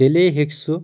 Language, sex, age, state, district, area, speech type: Kashmiri, male, 45-60, Jammu and Kashmir, Anantnag, rural, spontaneous